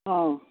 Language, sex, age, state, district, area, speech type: Manipuri, female, 60+, Manipur, Churachandpur, rural, conversation